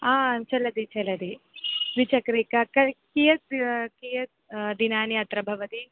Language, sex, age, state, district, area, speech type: Sanskrit, female, 18-30, Kerala, Thiruvananthapuram, rural, conversation